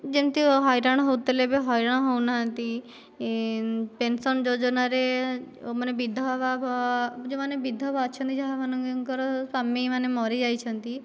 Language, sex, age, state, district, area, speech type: Odia, female, 30-45, Odisha, Dhenkanal, rural, spontaneous